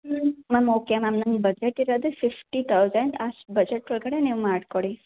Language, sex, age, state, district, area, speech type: Kannada, female, 18-30, Karnataka, Hassan, rural, conversation